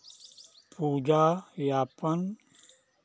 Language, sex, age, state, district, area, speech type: Hindi, male, 60+, Uttar Pradesh, Chandauli, rural, spontaneous